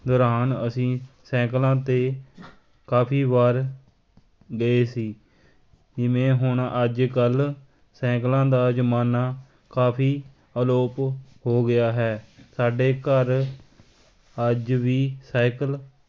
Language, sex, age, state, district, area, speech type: Punjabi, male, 30-45, Punjab, Fatehgarh Sahib, rural, spontaneous